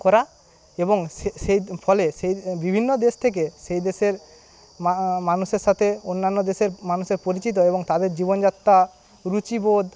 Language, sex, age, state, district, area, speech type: Bengali, male, 30-45, West Bengal, Paschim Medinipur, rural, spontaneous